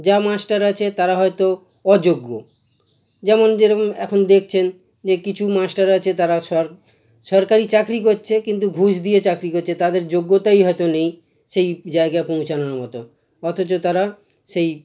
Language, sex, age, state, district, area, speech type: Bengali, male, 45-60, West Bengal, Howrah, urban, spontaneous